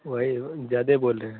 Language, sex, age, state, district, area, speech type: Hindi, male, 18-30, Bihar, Begusarai, rural, conversation